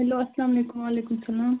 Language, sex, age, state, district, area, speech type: Kashmiri, female, 18-30, Jammu and Kashmir, Baramulla, rural, conversation